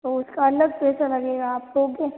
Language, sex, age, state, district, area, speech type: Hindi, female, 18-30, Rajasthan, Jodhpur, urban, conversation